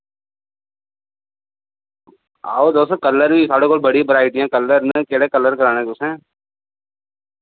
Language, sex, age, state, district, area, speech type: Dogri, male, 18-30, Jammu and Kashmir, Reasi, rural, conversation